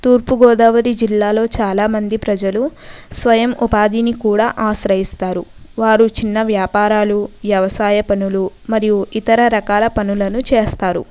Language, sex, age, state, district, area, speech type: Telugu, female, 45-60, Andhra Pradesh, East Godavari, rural, spontaneous